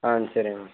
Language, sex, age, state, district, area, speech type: Tamil, male, 18-30, Tamil Nadu, Dharmapuri, rural, conversation